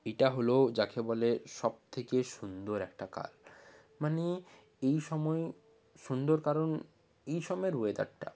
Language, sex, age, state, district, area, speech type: Bengali, male, 60+, West Bengal, Nadia, rural, spontaneous